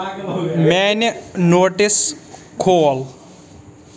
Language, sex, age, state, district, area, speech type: Kashmiri, male, 18-30, Jammu and Kashmir, Baramulla, rural, read